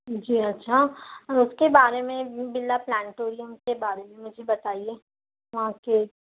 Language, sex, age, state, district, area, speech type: Urdu, female, 18-30, Telangana, Hyderabad, urban, conversation